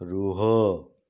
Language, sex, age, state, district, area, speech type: Odia, male, 45-60, Odisha, Jajpur, rural, read